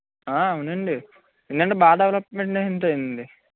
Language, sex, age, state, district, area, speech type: Telugu, male, 18-30, Andhra Pradesh, West Godavari, rural, conversation